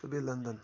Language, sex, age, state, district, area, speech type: Kashmiri, male, 18-30, Jammu and Kashmir, Pulwama, rural, spontaneous